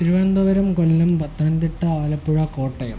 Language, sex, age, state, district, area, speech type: Malayalam, male, 18-30, Kerala, Kottayam, rural, spontaneous